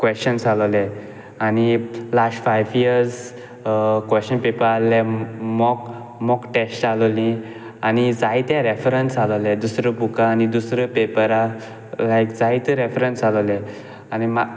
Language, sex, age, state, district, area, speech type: Goan Konkani, male, 18-30, Goa, Quepem, rural, spontaneous